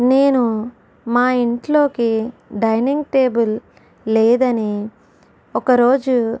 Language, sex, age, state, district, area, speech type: Telugu, female, 30-45, Andhra Pradesh, East Godavari, rural, spontaneous